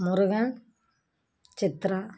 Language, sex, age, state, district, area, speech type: Tamil, female, 60+, Tamil Nadu, Kallakurichi, urban, spontaneous